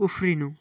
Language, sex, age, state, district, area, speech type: Nepali, male, 45-60, West Bengal, Darjeeling, rural, read